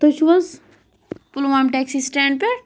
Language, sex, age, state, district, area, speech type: Kashmiri, female, 30-45, Jammu and Kashmir, Pulwama, urban, spontaneous